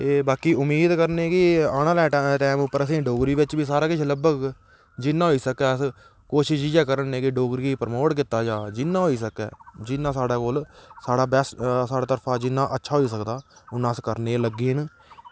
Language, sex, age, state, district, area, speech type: Dogri, male, 18-30, Jammu and Kashmir, Udhampur, rural, spontaneous